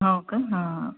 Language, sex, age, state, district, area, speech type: Marathi, female, 45-60, Maharashtra, Akola, urban, conversation